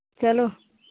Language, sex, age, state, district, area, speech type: Hindi, female, 60+, Uttar Pradesh, Pratapgarh, rural, conversation